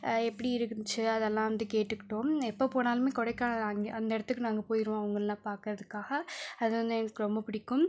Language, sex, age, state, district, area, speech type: Tamil, female, 18-30, Tamil Nadu, Pudukkottai, rural, spontaneous